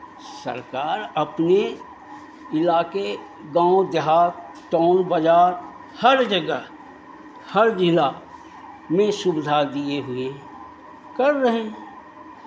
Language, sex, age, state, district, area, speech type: Hindi, male, 60+, Bihar, Begusarai, rural, spontaneous